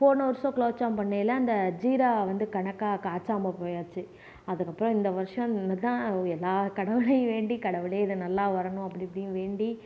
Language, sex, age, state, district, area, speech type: Tamil, female, 18-30, Tamil Nadu, Nagapattinam, rural, spontaneous